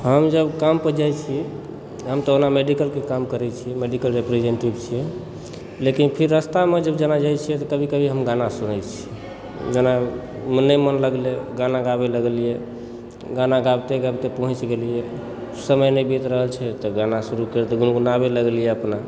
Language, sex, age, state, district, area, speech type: Maithili, male, 30-45, Bihar, Supaul, urban, spontaneous